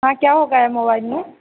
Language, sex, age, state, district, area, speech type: Hindi, female, 30-45, Madhya Pradesh, Hoshangabad, rural, conversation